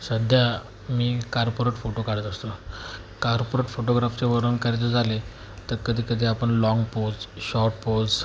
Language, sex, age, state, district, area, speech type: Marathi, male, 18-30, Maharashtra, Jalna, rural, spontaneous